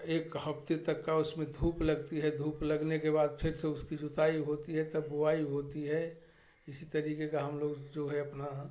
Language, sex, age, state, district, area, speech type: Hindi, male, 45-60, Uttar Pradesh, Prayagraj, rural, spontaneous